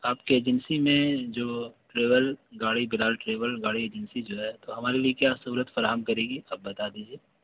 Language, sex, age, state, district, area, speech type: Urdu, male, 18-30, Bihar, Purnia, rural, conversation